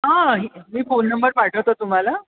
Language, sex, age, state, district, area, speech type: Marathi, female, 60+, Maharashtra, Mumbai Suburban, urban, conversation